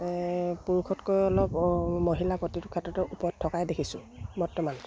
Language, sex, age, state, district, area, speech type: Assamese, female, 45-60, Assam, Dibrugarh, rural, spontaneous